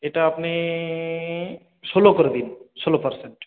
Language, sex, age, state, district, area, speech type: Bengali, male, 45-60, West Bengal, Purulia, urban, conversation